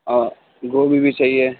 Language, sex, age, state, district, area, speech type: Urdu, male, 18-30, Uttar Pradesh, Gautam Buddha Nagar, rural, conversation